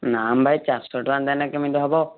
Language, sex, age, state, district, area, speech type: Odia, male, 18-30, Odisha, Kendujhar, urban, conversation